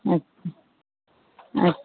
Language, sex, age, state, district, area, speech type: Hindi, female, 60+, Uttar Pradesh, Mau, rural, conversation